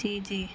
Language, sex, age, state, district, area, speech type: Urdu, female, 30-45, Bihar, Gaya, rural, spontaneous